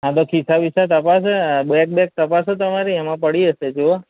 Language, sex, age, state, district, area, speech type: Gujarati, male, 30-45, Gujarat, Anand, rural, conversation